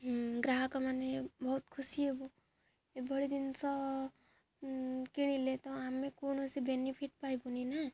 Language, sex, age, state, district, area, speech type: Odia, female, 18-30, Odisha, Jagatsinghpur, rural, spontaneous